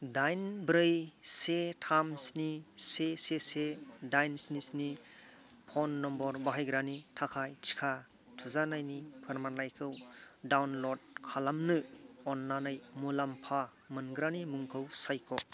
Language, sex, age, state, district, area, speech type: Bodo, male, 45-60, Assam, Kokrajhar, rural, read